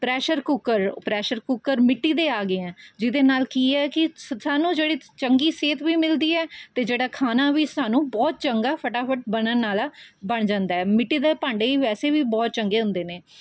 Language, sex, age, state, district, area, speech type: Punjabi, female, 30-45, Punjab, Mohali, urban, spontaneous